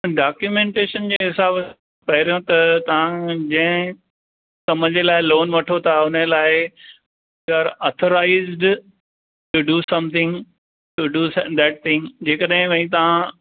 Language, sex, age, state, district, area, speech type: Sindhi, male, 60+, Maharashtra, Thane, urban, conversation